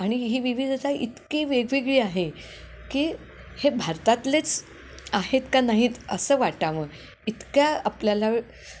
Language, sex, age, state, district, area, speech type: Marathi, female, 60+, Maharashtra, Kolhapur, urban, spontaneous